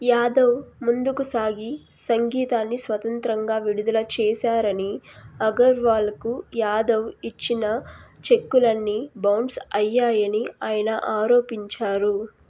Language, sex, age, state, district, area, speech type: Telugu, female, 18-30, Andhra Pradesh, Nellore, rural, read